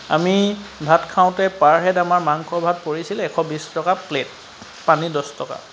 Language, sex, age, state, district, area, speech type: Assamese, male, 30-45, Assam, Charaideo, urban, spontaneous